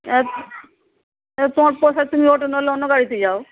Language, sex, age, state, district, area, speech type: Bengali, female, 60+, West Bengal, Dakshin Dinajpur, rural, conversation